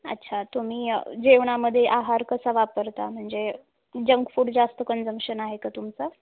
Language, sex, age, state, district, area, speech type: Marathi, female, 18-30, Maharashtra, Osmanabad, rural, conversation